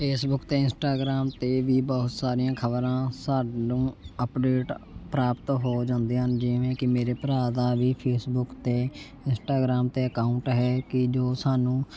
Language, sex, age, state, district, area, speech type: Punjabi, male, 18-30, Punjab, Shaheed Bhagat Singh Nagar, rural, spontaneous